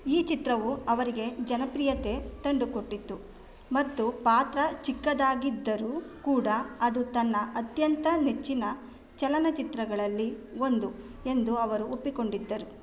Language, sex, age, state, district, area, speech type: Kannada, female, 30-45, Karnataka, Mandya, rural, read